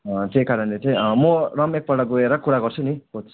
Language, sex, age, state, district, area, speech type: Nepali, male, 18-30, West Bengal, Darjeeling, rural, conversation